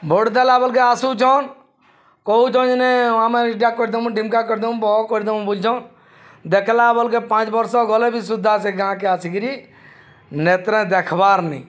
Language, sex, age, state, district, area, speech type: Odia, male, 45-60, Odisha, Balangir, urban, spontaneous